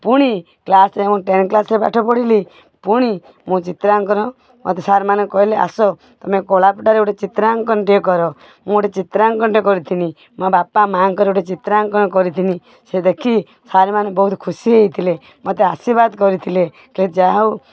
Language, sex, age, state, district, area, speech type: Odia, female, 45-60, Odisha, Balasore, rural, spontaneous